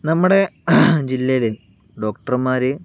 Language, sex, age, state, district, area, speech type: Malayalam, male, 30-45, Kerala, Palakkad, rural, spontaneous